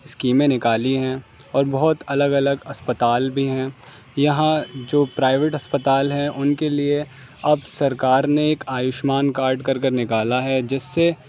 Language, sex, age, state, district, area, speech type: Urdu, male, 18-30, Uttar Pradesh, Aligarh, urban, spontaneous